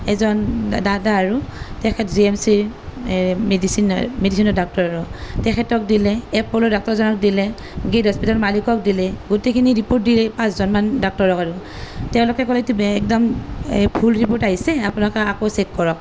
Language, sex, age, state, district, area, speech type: Assamese, female, 30-45, Assam, Nalbari, rural, spontaneous